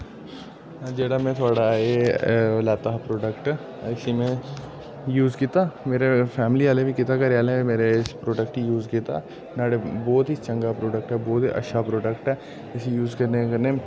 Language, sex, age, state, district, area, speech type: Dogri, male, 18-30, Jammu and Kashmir, Udhampur, rural, spontaneous